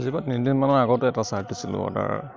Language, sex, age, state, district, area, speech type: Assamese, male, 18-30, Assam, Kamrup Metropolitan, urban, spontaneous